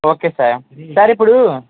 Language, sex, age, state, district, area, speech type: Telugu, male, 18-30, Andhra Pradesh, Srikakulam, rural, conversation